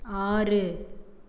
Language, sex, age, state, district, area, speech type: Tamil, female, 45-60, Tamil Nadu, Erode, rural, read